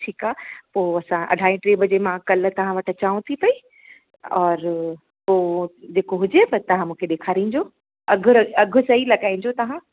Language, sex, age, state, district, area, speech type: Sindhi, female, 30-45, Uttar Pradesh, Lucknow, urban, conversation